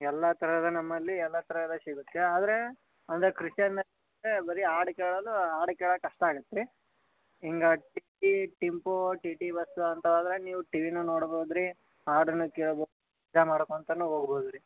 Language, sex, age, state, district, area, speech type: Kannada, male, 18-30, Karnataka, Bagalkot, rural, conversation